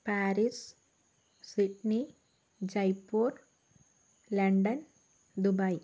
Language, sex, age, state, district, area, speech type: Malayalam, female, 45-60, Kerala, Wayanad, rural, spontaneous